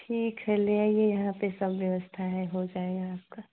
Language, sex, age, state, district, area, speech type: Hindi, female, 30-45, Uttar Pradesh, Chandauli, urban, conversation